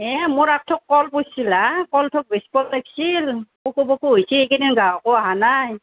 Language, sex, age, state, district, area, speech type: Assamese, female, 45-60, Assam, Nalbari, rural, conversation